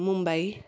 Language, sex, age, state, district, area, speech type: Odia, female, 45-60, Odisha, Kendujhar, urban, spontaneous